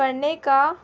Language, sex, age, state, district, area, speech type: Urdu, female, 18-30, Bihar, Gaya, rural, spontaneous